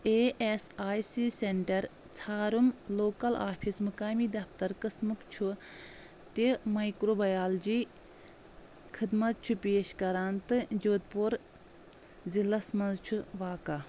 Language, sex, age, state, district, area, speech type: Kashmiri, female, 30-45, Jammu and Kashmir, Anantnag, rural, read